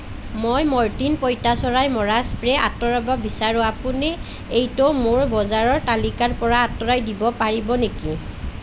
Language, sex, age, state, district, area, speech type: Assamese, female, 30-45, Assam, Nalbari, rural, read